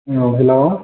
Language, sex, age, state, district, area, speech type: Bodo, male, 18-30, Assam, Chirang, rural, conversation